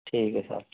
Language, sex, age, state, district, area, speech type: Hindi, male, 30-45, Rajasthan, Jaipur, urban, conversation